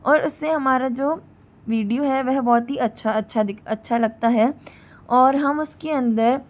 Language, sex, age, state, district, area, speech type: Hindi, female, 45-60, Rajasthan, Jaipur, urban, spontaneous